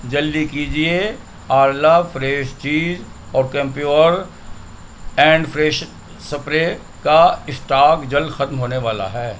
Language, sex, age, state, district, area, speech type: Urdu, male, 45-60, Delhi, North East Delhi, urban, read